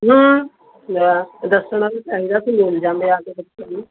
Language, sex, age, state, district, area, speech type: Punjabi, female, 45-60, Punjab, Mohali, urban, conversation